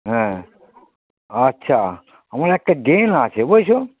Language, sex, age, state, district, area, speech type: Bengali, male, 60+, West Bengal, Hooghly, rural, conversation